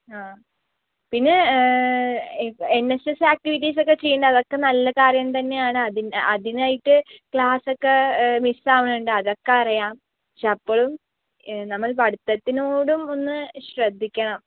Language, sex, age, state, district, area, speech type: Malayalam, female, 18-30, Kerala, Palakkad, rural, conversation